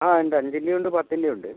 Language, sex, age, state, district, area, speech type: Malayalam, male, 30-45, Kerala, Wayanad, rural, conversation